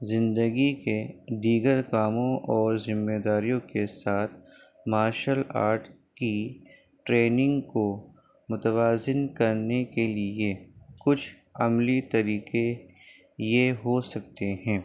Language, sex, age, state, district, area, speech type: Urdu, male, 30-45, Delhi, North East Delhi, urban, spontaneous